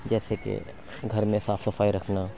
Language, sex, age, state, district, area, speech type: Urdu, male, 30-45, Uttar Pradesh, Lucknow, urban, spontaneous